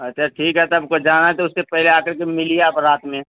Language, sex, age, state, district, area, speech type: Urdu, male, 30-45, Delhi, Central Delhi, urban, conversation